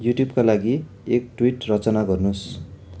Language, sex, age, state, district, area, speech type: Nepali, male, 18-30, West Bengal, Darjeeling, rural, read